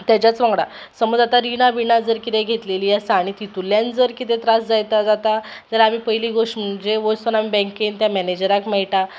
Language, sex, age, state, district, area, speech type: Goan Konkani, female, 18-30, Goa, Ponda, rural, spontaneous